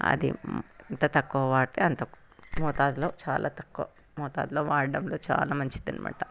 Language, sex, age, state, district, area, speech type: Telugu, female, 30-45, Telangana, Hyderabad, urban, spontaneous